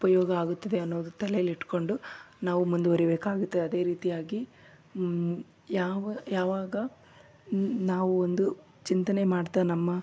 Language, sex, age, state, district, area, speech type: Kannada, male, 18-30, Karnataka, Koppal, urban, spontaneous